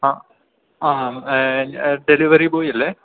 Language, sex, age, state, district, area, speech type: Malayalam, male, 18-30, Kerala, Idukki, urban, conversation